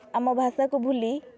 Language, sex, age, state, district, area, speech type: Odia, female, 18-30, Odisha, Kendrapara, urban, spontaneous